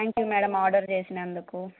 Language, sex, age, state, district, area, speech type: Telugu, female, 18-30, Andhra Pradesh, Annamaya, rural, conversation